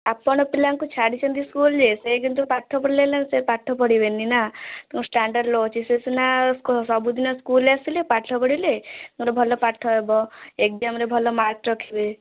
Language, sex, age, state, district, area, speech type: Odia, female, 18-30, Odisha, Kendrapara, urban, conversation